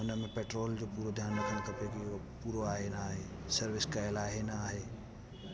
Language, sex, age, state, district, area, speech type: Sindhi, male, 18-30, Delhi, South Delhi, urban, spontaneous